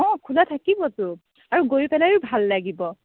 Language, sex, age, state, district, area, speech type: Assamese, female, 18-30, Assam, Morigaon, rural, conversation